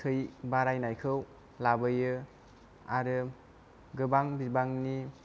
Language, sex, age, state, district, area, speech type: Bodo, male, 18-30, Assam, Kokrajhar, rural, spontaneous